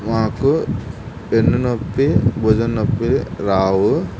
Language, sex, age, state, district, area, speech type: Telugu, male, 18-30, Andhra Pradesh, N T Rama Rao, urban, spontaneous